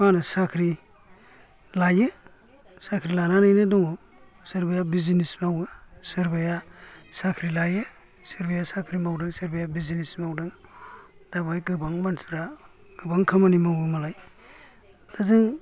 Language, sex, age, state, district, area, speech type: Bodo, male, 60+, Assam, Kokrajhar, rural, spontaneous